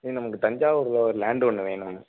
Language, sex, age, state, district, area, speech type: Tamil, male, 18-30, Tamil Nadu, Thanjavur, rural, conversation